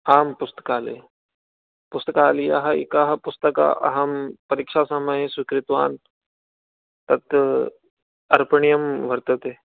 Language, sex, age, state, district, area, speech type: Sanskrit, male, 18-30, Rajasthan, Jaipur, urban, conversation